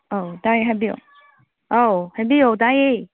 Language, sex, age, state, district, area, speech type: Manipuri, female, 18-30, Manipur, Tengnoupal, rural, conversation